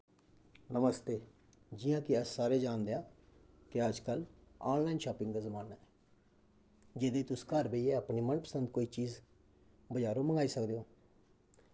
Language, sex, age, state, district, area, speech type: Dogri, male, 30-45, Jammu and Kashmir, Kathua, rural, spontaneous